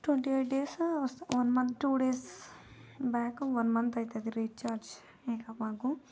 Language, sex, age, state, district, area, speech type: Telugu, female, 30-45, Telangana, Vikarabad, rural, spontaneous